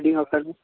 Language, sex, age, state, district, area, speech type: Assamese, male, 60+, Assam, Udalguri, rural, conversation